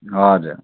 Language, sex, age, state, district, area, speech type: Nepali, male, 18-30, West Bengal, Kalimpong, rural, conversation